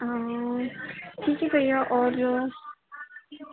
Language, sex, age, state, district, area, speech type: Hindi, female, 18-30, Madhya Pradesh, Chhindwara, urban, conversation